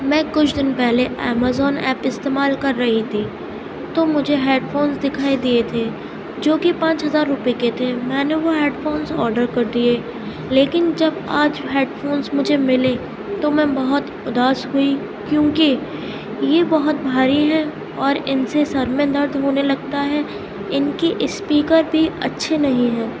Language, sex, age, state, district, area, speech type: Urdu, female, 30-45, Uttar Pradesh, Aligarh, rural, spontaneous